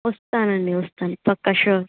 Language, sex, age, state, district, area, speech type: Telugu, female, 18-30, Telangana, Vikarabad, rural, conversation